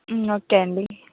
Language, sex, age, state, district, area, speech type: Telugu, female, 18-30, Andhra Pradesh, Nellore, rural, conversation